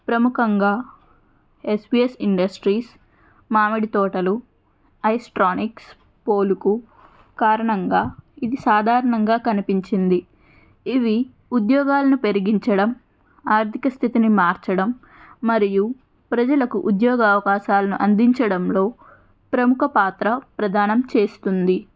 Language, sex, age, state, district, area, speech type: Telugu, female, 60+, Andhra Pradesh, N T Rama Rao, urban, spontaneous